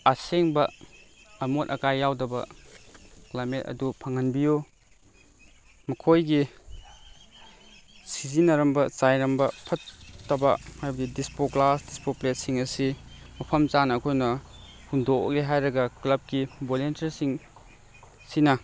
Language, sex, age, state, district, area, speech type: Manipuri, male, 30-45, Manipur, Chandel, rural, spontaneous